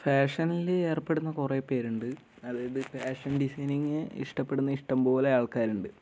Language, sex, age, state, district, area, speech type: Malayalam, male, 18-30, Kerala, Wayanad, rural, spontaneous